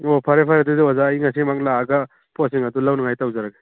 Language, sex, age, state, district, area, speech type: Manipuri, male, 45-60, Manipur, Churachandpur, rural, conversation